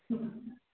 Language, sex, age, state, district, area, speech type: Maithili, female, 30-45, Bihar, Araria, rural, conversation